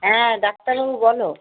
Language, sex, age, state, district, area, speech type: Bengali, female, 45-60, West Bengal, Dakshin Dinajpur, rural, conversation